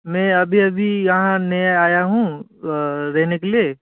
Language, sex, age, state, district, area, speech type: Hindi, male, 30-45, Rajasthan, Jaipur, urban, conversation